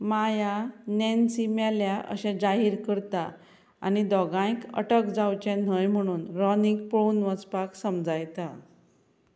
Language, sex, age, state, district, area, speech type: Goan Konkani, female, 45-60, Goa, Ponda, rural, read